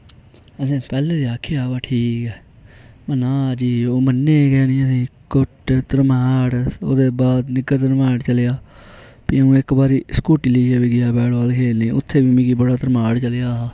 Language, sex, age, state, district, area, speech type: Dogri, male, 18-30, Jammu and Kashmir, Reasi, rural, spontaneous